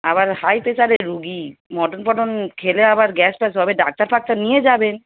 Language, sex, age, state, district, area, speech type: Bengali, female, 30-45, West Bengal, Darjeeling, rural, conversation